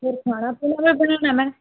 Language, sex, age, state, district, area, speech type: Punjabi, female, 30-45, Punjab, Muktsar, urban, conversation